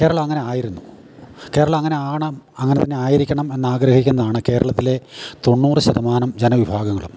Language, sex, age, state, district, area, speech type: Malayalam, male, 60+, Kerala, Idukki, rural, spontaneous